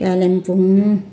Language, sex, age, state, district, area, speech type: Nepali, female, 60+, West Bengal, Jalpaiguri, urban, spontaneous